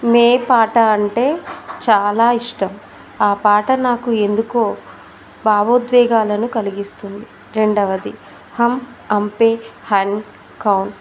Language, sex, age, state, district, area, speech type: Telugu, female, 30-45, Telangana, Hanamkonda, urban, spontaneous